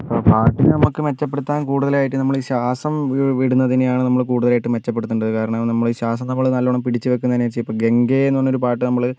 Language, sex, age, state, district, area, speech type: Malayalam, male, 18-30, Kerala, Wayanad, rural, spontaneous